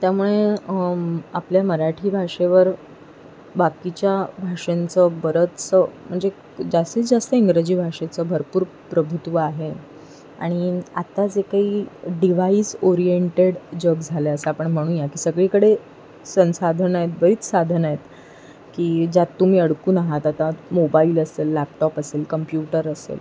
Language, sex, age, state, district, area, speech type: Marathi, female, 18-30, Maharashtra, Sindhudurg, rural, spontaneous